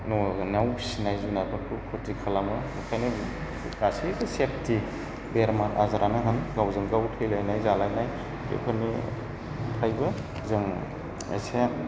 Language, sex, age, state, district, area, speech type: Bodo, male, 30-45, Assam, Udalguri, rural, spontaneous